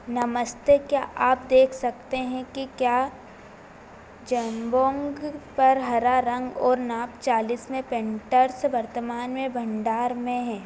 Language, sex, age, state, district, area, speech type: Hindi, female, 18-30, Madhya Pradesh, Harda, urban, read